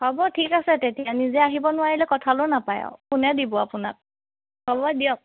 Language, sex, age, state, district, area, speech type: Assamese, female, 30-45, Assam, Golaghat, rural, conversation